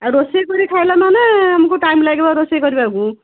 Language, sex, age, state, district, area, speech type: Odia, female, 45-60, Odisha, Kendujhar, urban, conversation